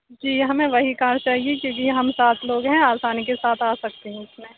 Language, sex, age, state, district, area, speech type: Urdu, female, 18-30, Uttar Pradesh, Aligarh, urban, conversation